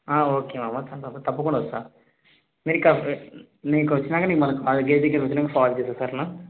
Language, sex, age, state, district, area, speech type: Telugu, male, 18-30, Telangana, Hyderabad, urban, conversation